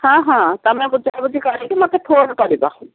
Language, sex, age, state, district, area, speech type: Odia, female, 60+, Odisha, Jharsuguda, rural, conversation